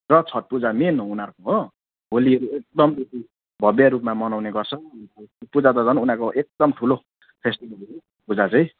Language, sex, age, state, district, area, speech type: Nepali, male, 30-45, West Bengal, Jalpaiguri, rural, conversation